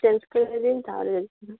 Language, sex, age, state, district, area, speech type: Bengali, female, 45-60, West Bengal, Darjeeling, urban, conversation